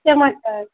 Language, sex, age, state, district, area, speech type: Urdu, female, 18-30, Bihar, Saharsa, rural, conversation